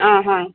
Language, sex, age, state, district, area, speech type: Assamese, female, 45-60, Assam, Tinsukia, urban, conversation